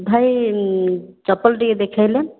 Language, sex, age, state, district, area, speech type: Odia, female, 18-30, Odisha, Boudh, rural, conversation